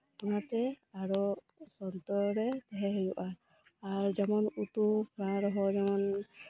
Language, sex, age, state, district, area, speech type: Santali, female, 30-45, West Bengal, Birbhum, rural, spontaneous